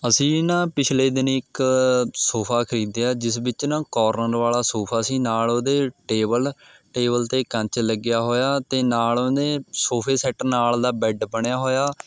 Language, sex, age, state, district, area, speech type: Punjabi, male, 18-30, Punjab, Mohali, rural, spontaneous